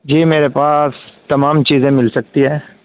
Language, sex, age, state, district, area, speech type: Urdu, male, 18-30, Uttar Pradesh, Saharanpur, urban, conversation